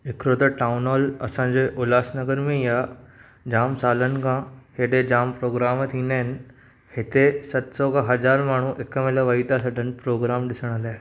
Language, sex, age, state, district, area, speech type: Sindhi, male, 18-30, Maharashtra, Thane, urban, spontaneous